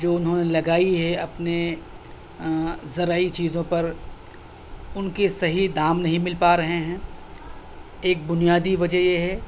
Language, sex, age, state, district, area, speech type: Urdu, male, 30-45, Delhi, South Delhi, urban, spontaneous